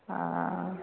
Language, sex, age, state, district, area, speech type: Maithili, female, 45-60, Bihar, Madhepura, rural, conversation